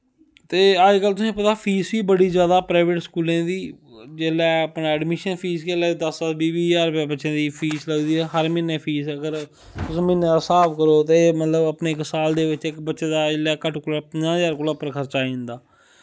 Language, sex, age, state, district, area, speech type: Dogri, male, 18-30, Jammu and Kashmir, Samba, rural, spontaneous